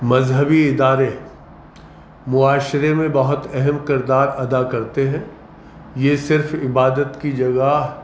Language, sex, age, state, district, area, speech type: Urdu, male, 45-60, Uttar Pradesh, Gautam Buddha Nagar, urban, spontaneous